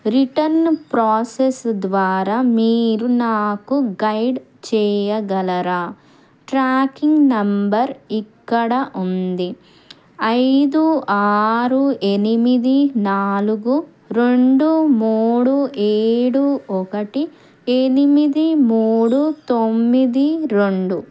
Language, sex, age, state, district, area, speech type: Telugu, female, 30-45, Andhra Pradesh, Krishna, urban, read